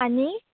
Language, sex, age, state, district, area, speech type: Marathi, female, 18-30, Maharashtra, Sindhudurg, rural, conversation